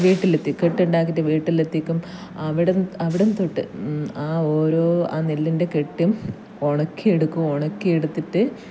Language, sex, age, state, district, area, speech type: Malayalam, female, 30-45, Kerala, Kasaragod, rural, spontaneous